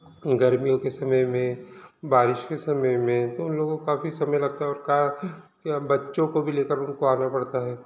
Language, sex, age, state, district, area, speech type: Hindi, male, 45-60, Madhya Pradesh, Balaghat, rural, spontaneous